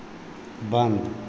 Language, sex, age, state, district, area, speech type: Hindi, male, 45-60, Uttar Pradesh, Azamgarh, rural, read